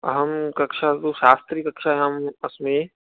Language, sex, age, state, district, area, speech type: Sanskrit, male, 18-30, Rajasthan, Jaipur, urban, conversation